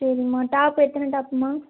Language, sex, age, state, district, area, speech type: Tamil, female, 30-45, Tamil Nadu, Nilgiris, urban, conversation